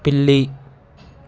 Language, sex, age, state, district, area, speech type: Telugu, male, 18-30, Telangana, Ranga Reddy, urban, read